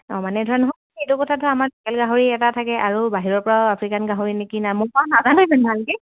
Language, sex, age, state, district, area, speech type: Assamese, female, 18-30, Assam, Lakhimpur, rural, conversation